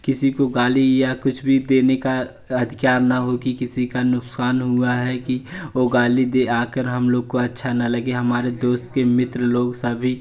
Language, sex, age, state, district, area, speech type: Hindi, male, 18-30, Uttar Pradesh, Jaunpur, rural, spontaneous